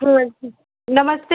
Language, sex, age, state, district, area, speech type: Hindi, female, 30-45, Uttar Pradesh, Chandauli, rural, conversation